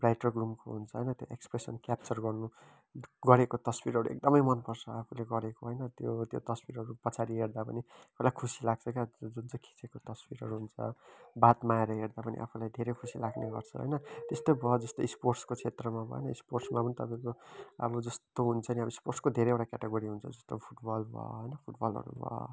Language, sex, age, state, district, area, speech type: Nepali, male, 30-45, West Bengal, Kalimpong, rural, spontaneous